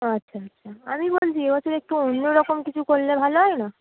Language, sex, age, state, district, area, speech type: Bengali, female, 18-30, West Bengal, Darjeeling, urban, conversation